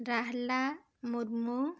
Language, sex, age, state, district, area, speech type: Santali, female, 18-30, West Bengal, Bankura, rural, spontaneous